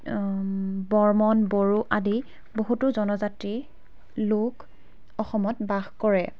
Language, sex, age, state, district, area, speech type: Assamese, female, 18-30, Assam, Dibrugarh, rural, spontaneous